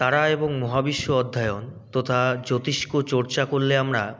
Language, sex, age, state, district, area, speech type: Bengali, male, 18-30, West Bengal, Jalpaiguri, rural, spontaneous